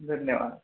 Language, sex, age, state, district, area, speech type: Hindi, male, 30-45, Madhya Pradesh, Balaghat, rural, conversation